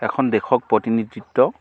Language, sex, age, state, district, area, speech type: Assamese, male, 45-60, Assam, Golaghat, urban, spontaneous